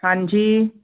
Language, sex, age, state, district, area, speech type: Punjabi, female, 45-60, Punjab, Fazilka, rural, conversation